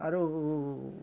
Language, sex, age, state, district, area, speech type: Odia, male, 60+, Odisha, Bargarh, urban, spontaneous